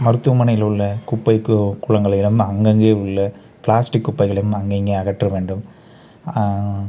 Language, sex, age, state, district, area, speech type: Tamil, male, 18-30, Tamil Nadu, Kallakurichi, urban, spontaneous